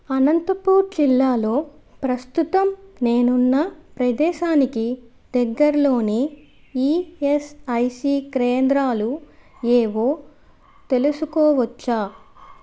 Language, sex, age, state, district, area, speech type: Telugu, female, 30-45, Andhra Pradesh, Chittoor, urban, read